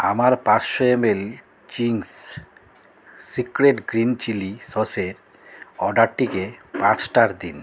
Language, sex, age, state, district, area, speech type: Bengali, male, 30-45, West Bengal, Alipurduar, rural, read